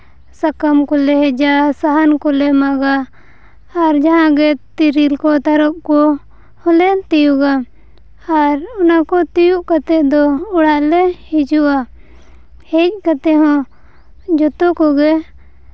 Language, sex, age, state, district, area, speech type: Santali, female, 18-30, Jharkhand, Seraikela Kharsawan, rural, spontaneous